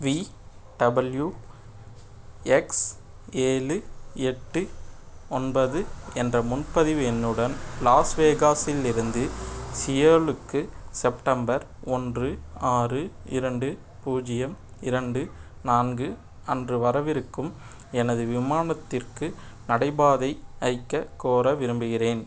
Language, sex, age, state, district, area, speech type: Tamil, male, 18-30, Tamil Nadu, Madurai, urban, read